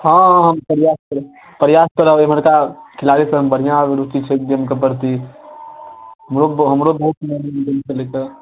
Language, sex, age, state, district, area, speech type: Maithili, male, 18-30, Bihar, Darbhanga, rural, conversation